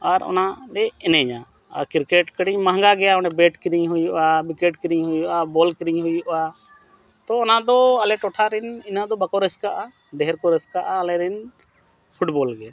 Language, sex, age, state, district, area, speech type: Santali, male, 45-60, Jharkhand, Bokaro, rural, spontaneous